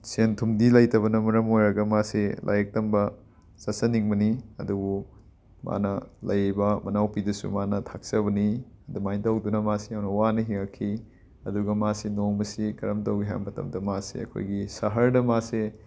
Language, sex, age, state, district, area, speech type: Manipuri, male, 18-30, Manipur, Imphal West, rural, spontaneous